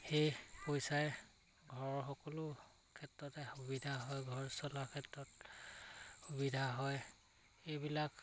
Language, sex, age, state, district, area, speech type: Assamese, male, 45-60, Assam, Charaideo, rural, spontaneous